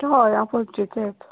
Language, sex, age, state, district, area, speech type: Goan Konkani, female, 30-45, Goa, Tiswadi, rural, conversation